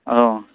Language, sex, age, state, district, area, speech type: Bodo, male, 18-30, Assam, Kokrajhar, rural, conversation